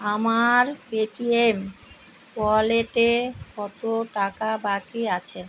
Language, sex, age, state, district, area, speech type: Bengali, female, 60+, West Bengal, Kolkata, urban, read